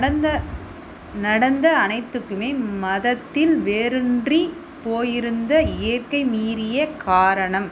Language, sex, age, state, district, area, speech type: Tamil, female, 30-45, Tamil Nadu, Vellore, urban, read